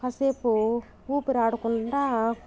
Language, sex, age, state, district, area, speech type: Telugu, female, 30-45, Andhra Pradesh, Sri Balaji, rural, spontaneous